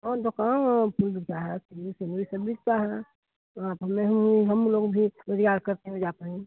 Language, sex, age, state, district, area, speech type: Hindi, female, 60+, Bihar, Begusarai, urban, conversation